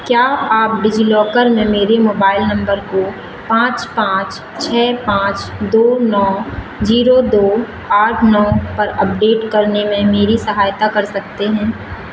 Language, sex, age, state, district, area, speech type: Hindi, female, 18-30, Madhya Pradesh, Seoni, urban, read